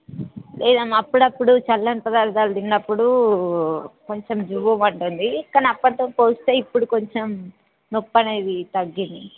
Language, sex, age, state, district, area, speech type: Telugu, female, 18-30, Telangana, Hyderabad, urban, conversation